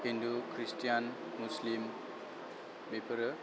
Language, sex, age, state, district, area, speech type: Bodo, male, 30-45, Assam, Chirang, rural, spontaneous